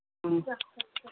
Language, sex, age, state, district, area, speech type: Manipuri, female, 45-60, Manipur, Imphal East, rural, conversation